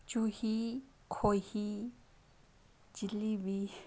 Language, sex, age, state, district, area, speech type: Manipuri, female, 30-45, Manipur, Imphal East, rural, spontaneous